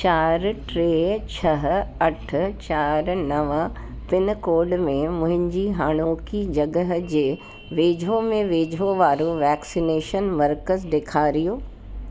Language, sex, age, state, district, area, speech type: Sindhi, female, 45-60, Delhi, South Delhi, urban, read